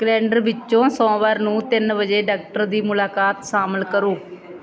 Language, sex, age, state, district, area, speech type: Punjabi, female, 30-45, Punjab, Bathinda, rural, read